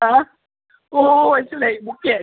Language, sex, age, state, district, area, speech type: Malayalam, male, 18-30, Kerala, Idukki, rural, conversation